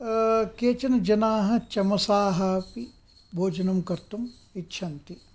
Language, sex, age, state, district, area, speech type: Sanskrit, male, 60+, Karnataka, Mysore, urban, spontaneous